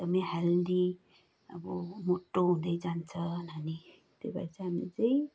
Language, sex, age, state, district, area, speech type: Nepali, female, 18-30, West Bengal, Kalimpong, rural, spontaneous